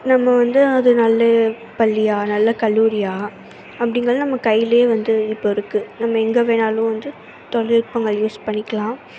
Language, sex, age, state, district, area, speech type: Tamil, female, 18-30, Tamil Nadu, Tirunelveli, rural, spontaneous